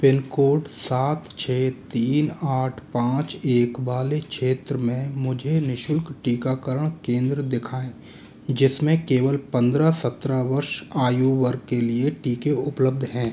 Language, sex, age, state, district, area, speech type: Hindi, male, 60+, Rajasthan, Jaipur, urban, read